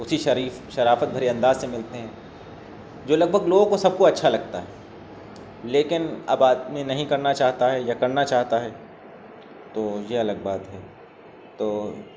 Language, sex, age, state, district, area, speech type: Urdu, male, 18-30, Uttar Pradesh, Shahjahanpur, urban, spontaneous